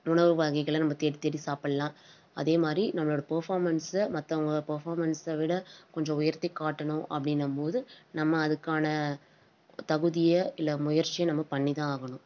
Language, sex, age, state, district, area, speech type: Tamil, female, 18-30, Tamil Nadu, Tiruvannamalai, urban, spontaneous